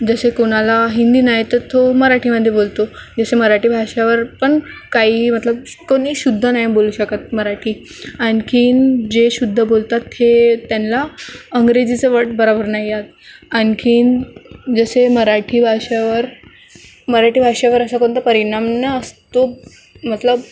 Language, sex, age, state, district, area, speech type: Marathi, female, 18-30, Maharashtra, Nagpur, urban, spontaneous